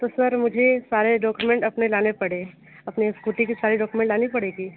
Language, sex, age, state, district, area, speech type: Hindi, female, 30-45, Uttar Pradesh, Sonbhadra, rural, conversation